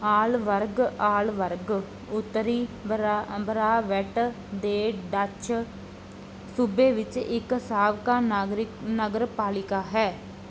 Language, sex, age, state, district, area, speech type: Punjabi, female, 30-45, Punjab, Barnala, urban, read